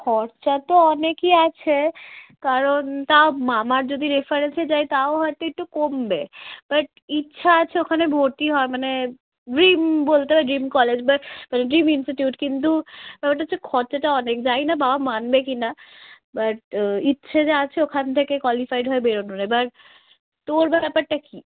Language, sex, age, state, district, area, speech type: Bengali, female, 18-30, West Bengal, Darjeeling, rural, conversation